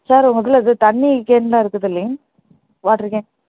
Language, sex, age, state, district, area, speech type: Tamil, female, 45-60, Tamil Nadu, Madurai, urban, conversation